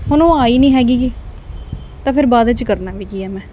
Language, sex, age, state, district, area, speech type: Punjabi, female, 18-30, Punjab, Muktsar, urban, spontaneous